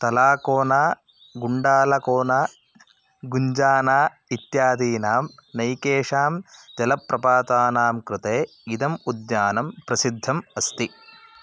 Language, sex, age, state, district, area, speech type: Sanskrit, male, 30-45, Karnataka, Chikkamagaluru, rural, read